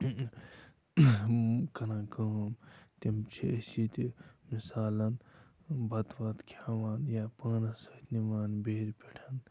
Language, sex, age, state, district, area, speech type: Kashmiri, male, 45-60, Jammu and Kashmir, Bandipora, rural, spontaneous